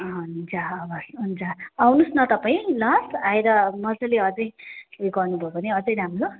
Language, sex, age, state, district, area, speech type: Nepali, female, 30-45, West Bengal, Jalpaiguri, urban, conversation